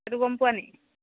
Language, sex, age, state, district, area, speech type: Assamese, female, 30-45, Assam, Jorhat, urban, conversation